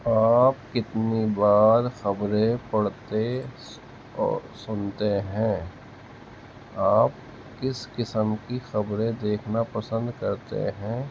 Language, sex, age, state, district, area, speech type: Urdu, male, 45-60, Uttar Pradesh, Muzaffarnagar, urban, spontaneous